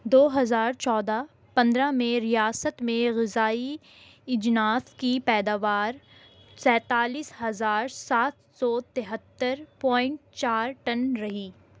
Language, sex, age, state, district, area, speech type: Urdu, female, 18-30, Delhi, East Delhi, urban, read